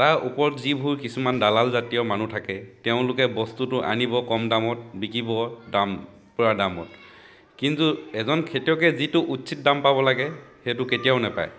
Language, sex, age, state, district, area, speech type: Assamese, male, 30-45, Assam, Dhemaji, rural, spontaneous